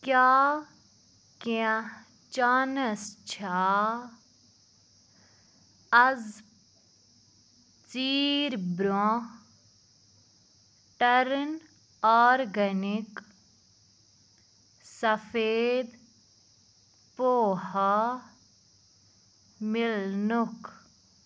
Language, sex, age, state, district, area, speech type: Kashmiri, female, 18-30, Jammu and Kashmir, Pulwama, rural, read